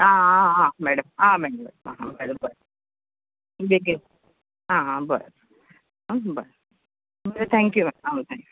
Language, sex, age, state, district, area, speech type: Goan Konkani, female, 30-45, Goa, Quepem, rural, conversation